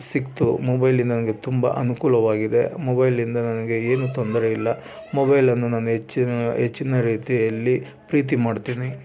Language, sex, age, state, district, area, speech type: Kannada, male, 30-45, Karnataka, Bangalore Rural, rural, spontaneous